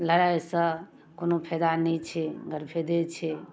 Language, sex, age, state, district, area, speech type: Maithili, female, 30-45, Bihar, Darbhanga, rural, spontaneous